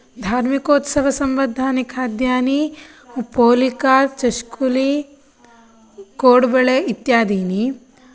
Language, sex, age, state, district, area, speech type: Sanskrit, female, 18-30, Karnataka, Shimoga, rural, spontaneous